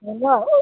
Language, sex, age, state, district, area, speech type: Nepali, female, 45-60, West Bengal, Alipurduar, rural, conversation